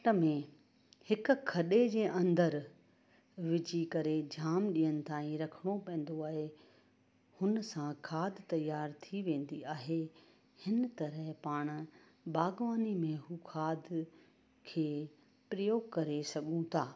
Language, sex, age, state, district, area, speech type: Sindhi, female, 45-60, Rajasthan, Ajmer, urban, spontaneous